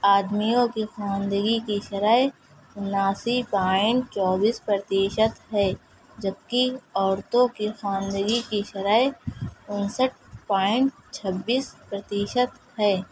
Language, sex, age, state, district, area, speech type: Urdu, female, 30-45, Uttar Pradesh, Shahjahanpur, urban, spontaneous